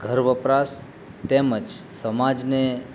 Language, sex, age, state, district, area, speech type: Gujarati, male, 30-45, Gujarat, Narmada, urban, spontaneous